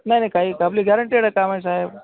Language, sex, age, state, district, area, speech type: Marathi, male, 45-60, Maharashtra, Akola, urban, conversation